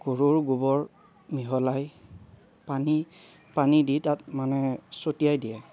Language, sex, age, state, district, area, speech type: Assamese, male, 30-45, Assam, Darrang, rural, spontaneous